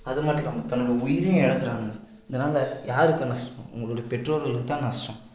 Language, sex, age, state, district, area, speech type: Tamil, male, 18-30, Tamil Nadu, Tiruvannamalai, rural, spontaneous